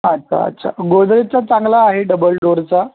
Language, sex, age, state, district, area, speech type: Marathi, male, 30-45, Maharashtra, Mumbai Suburban, urban, conversation